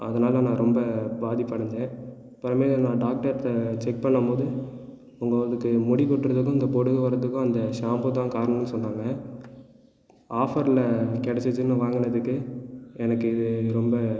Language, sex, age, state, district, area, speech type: Tamil, male, 18-30, Tamil Nadu, Tiruchirappalli, urban, spontaneous